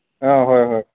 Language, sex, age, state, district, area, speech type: Assamese, male, 18-30, Assam, Dhemaji, rural, conversation